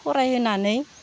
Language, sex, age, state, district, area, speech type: Bodo, female, 45-60, Assam, Udalguri, rural, spontaneous